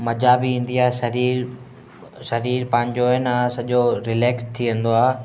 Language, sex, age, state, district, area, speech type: Sindhi, male, 18-30, Gujarat, Kutch, rural, spontaneous